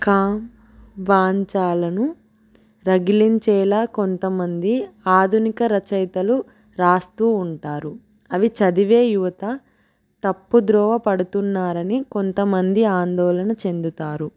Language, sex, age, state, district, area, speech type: Telugu, female, 18-30, Telangana, Adilabad, urban, spontaneous